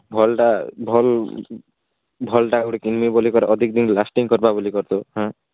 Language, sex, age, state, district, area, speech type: Odia, male, 18-30, Odisha, Kalahandi, rural, conversation